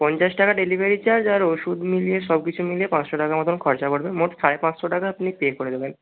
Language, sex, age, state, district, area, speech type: Bengali, male, 18-30, West Bengal, Hooghly, urban, conversation